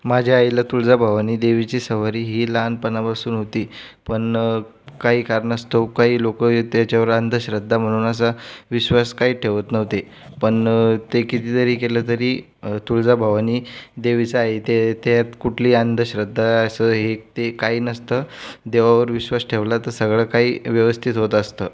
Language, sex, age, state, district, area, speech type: Marathi, male, 18-30, Maharashtra, Buldhana, urban, spontaneous